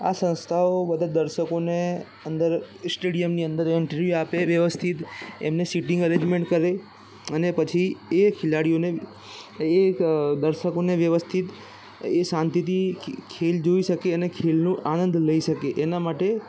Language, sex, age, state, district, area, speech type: Gujarati, male, 18-30, Gujarat, Aravalli, urban, spontaneous